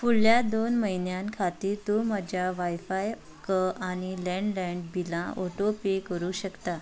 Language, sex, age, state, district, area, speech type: Goan Konkani, female, 18-30, Goa, Canacona, rural, read